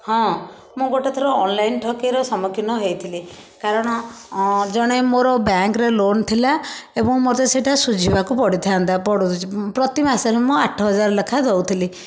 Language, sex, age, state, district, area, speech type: Odia, female, 30-45, Odisha, Bhadrak, rural, spontaneous